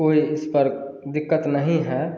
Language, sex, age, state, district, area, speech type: Hindi, male, 30-45, Bihar, Samastipur, rural, spontaneous